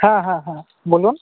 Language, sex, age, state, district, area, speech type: Bengali, male, 18-30, West Bengal, Purba Medinipur, rural, conversation